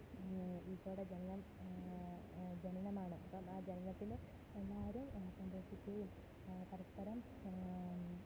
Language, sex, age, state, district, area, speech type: Malayalam, female, 30-45, Kerala, Kottayam, rural, spontaneous